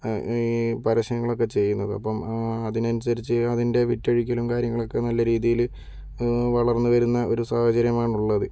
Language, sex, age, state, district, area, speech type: Malayalam, male, 18-30, Kerala, Kozhikode, urban, spontaneous